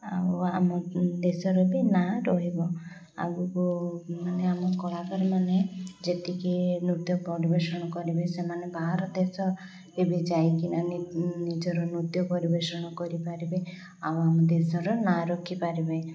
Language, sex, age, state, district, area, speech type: Odia, female, 30-45, Odisha, Koraput, urban, spontaneous